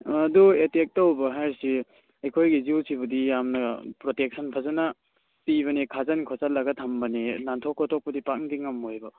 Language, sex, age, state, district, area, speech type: Manipuri, male, 18-30, Manipur, Kangpokpi, urban, conversation